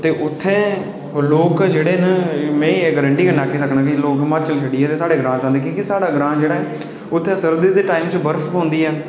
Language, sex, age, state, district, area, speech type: Dogri, male, 18-30, Jammu and Kashmir, Udhampur, rural, spontaneous